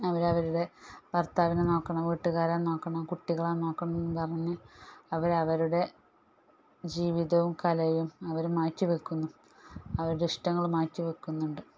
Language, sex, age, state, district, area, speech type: Malayalam, female, 30-45, Kerala, Malappuram, rural, spontaneous